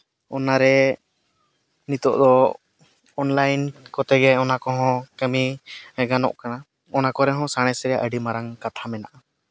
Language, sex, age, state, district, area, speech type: Santali, male, 30-45, Jharkhand, East Singhbhum, rural, spontaneous